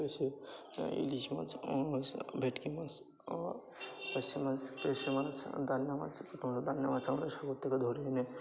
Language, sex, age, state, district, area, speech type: Bengali, male, 45-60, West Bengal, Birbhum, urban, spontaneous